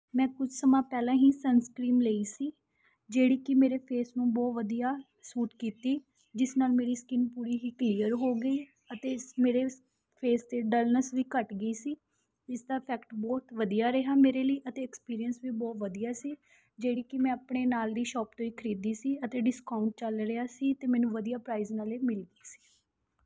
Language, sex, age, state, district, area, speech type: Punjabi, female, 18-30, Punjab, Rupnagar, urban, spontaneous